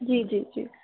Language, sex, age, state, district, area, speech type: Urdu, female, 18-30, Uttar Pradesh, Balrampur, rural, conversation